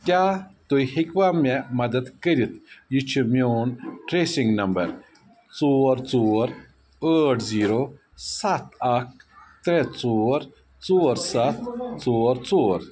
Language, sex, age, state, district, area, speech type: Kashmiri, male, 45-60, Jammu and Kashmir, Bandipora, rural, read